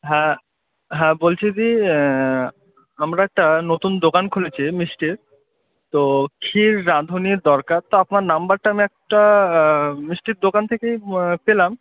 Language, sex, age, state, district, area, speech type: Bengali, male, 18-30, West Bengal, Murshidabad, urban, conversation